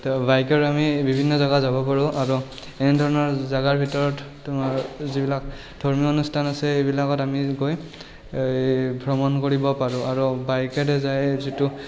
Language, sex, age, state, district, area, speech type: Assamese, male, 18-30, Assam, Barpeta, rural, spontaneous